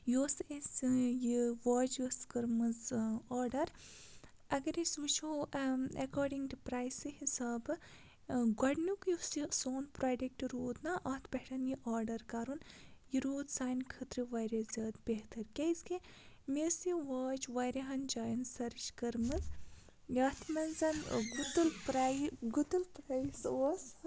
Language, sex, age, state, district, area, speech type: Kashmiri, female, 18-30, Jammu and Kashmir, Baramulla, rural, spontaneous